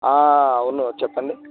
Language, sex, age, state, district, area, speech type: Telugu, male, 18-30, Telangana, Siddipet, rural, conversation